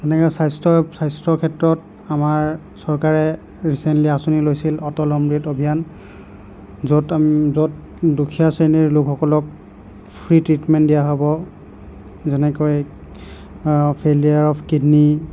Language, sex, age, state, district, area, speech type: Assamese, male, 45-60, Assam, Nagaon, rural, spontaneous